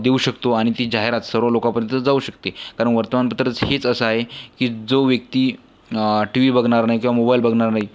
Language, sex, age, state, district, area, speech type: Marathi, male, 18-30, Maharashtra, Washim, rural, spontaneous